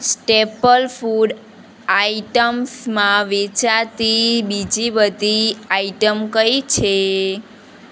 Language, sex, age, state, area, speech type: Gujarati, female, 18-30, Gujarat, rural, read